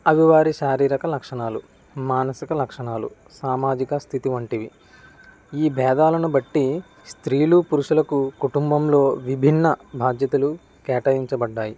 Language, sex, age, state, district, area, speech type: Telugu, male, 30-45, Andhra Pradesh, Kakinada, rural, spontaneous